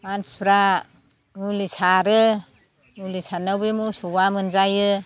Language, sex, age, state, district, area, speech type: Bodo, female, 60+, Assam, Chirang, rural, spontaneous